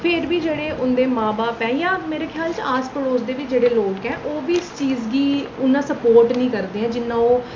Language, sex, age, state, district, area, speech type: Dogri, female, 18-30, Jammu and Kashmir, Reasi, urban, spontaneous